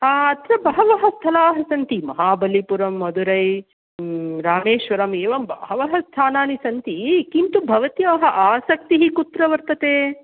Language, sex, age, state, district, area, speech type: Sanskrit, female, 45-60, Karnataka, Mandya, urban, conversation